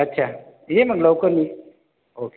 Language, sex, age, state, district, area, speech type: Marathi, male, 30-45, Maharashtra, Washim, rural, conversation